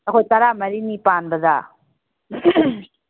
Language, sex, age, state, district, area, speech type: Manipuri, female, 45-60, Manipur, Kakching, rural, conversation